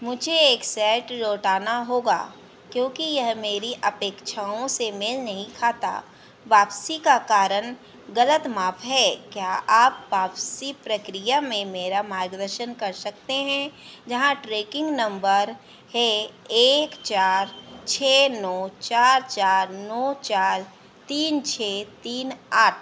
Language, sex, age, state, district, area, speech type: Hindi, female, 30-45, Madhya Pradesh, Harda, urban, read